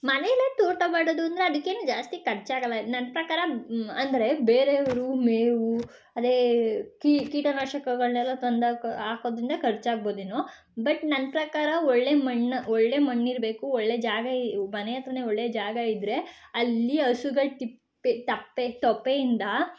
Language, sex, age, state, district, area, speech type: Kannada, female, 30-45, Karnataka, Ramanagara, rural, spontaneous